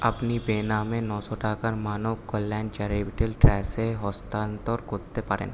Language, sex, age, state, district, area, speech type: Bengali, male, 18-30, West Bengal, Paschim Bardhaman, urban, read